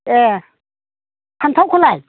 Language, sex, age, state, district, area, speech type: Bodo, female, 60+, Assam, Chirang, rural, conversation